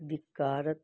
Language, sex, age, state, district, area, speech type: Punjabi, female, 60+, Punjab, Fazilka, rural, read